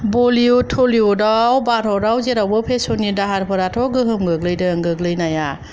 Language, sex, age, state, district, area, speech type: Bodo, female, 45-60, Assam, Kokrajhar, urban, spontaneous